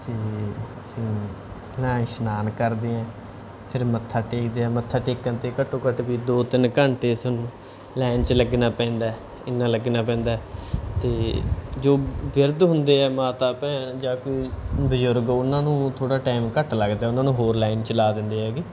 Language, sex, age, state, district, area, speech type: Punjabi, male, 30-45, Punjab, Bathinda, rural, spontaneous